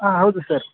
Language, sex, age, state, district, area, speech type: Kannada, male, 18-30, Karnataka, Gadag, rural, conversation